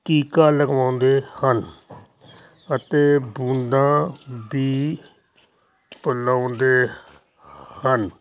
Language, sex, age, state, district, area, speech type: Punjabi, male, 60+, Punjab, Hoshiarpur, rural, spontaneous